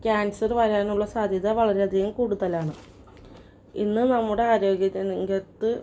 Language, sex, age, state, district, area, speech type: Malayalam, female, 18-30, Kerala, Ernakulam, rural, spontaneous